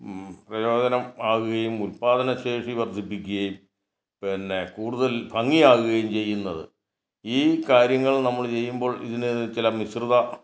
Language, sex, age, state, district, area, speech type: Malayalam, male, 60+, Kerala, Kottayam, rural, spontaneous